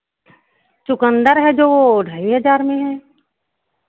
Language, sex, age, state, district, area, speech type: Hindi, female, 60+, Uttar Pradesh, Sitapur, rural, conversation